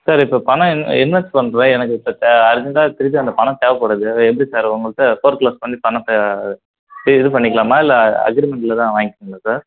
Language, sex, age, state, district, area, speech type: Tamil, male, 18-30, Tamil Nadu, Kallakurichi, rural, conversation